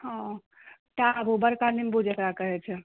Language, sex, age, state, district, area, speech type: Maithili, female, 18-30, Bihar, Purnia, rural, conversation